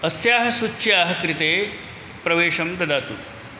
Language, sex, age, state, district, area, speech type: Sanskrit, male, 60+, Uttar Pradesh, Ghazipur, urban, read